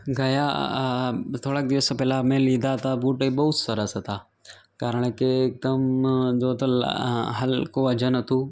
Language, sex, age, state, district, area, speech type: Gujarati, male, 30-45, Gujarat, Ahmedabad, urban, spontaneous